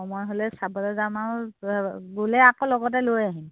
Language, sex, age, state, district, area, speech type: Assamese, female, 60+, Assam, Majuli, urban, conversation